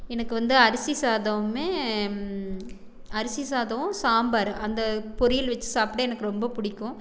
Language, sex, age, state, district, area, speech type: Tamil, female, 45-60, Tamil Nadu, Erode, rural, spontaneous